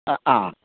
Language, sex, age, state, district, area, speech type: Malayalam, male, 45-60, Kerala, Kottayam, urban, conversation